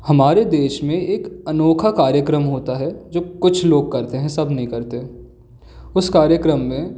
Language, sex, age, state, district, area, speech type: Hindi, male, 18-30, Madhya Pradesh, Jabalpur, urban, spontaneous